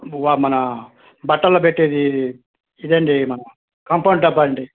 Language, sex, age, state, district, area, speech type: Telugu, male, 45-60, Telangana, Hyderabad, rural, conversation